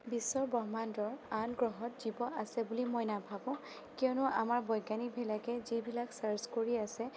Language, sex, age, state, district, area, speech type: Assamese, female, 30-45, Assam, Sonitpur, rural, spontaneous